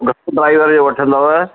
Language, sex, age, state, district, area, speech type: Sindhi, male, 45-60, Madhya Pradesh, Katni, urban, conversation